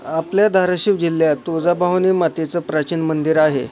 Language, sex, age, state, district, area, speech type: Marathi, male, 18-30, Maharashtra, Osmanabad, rural, spontaneous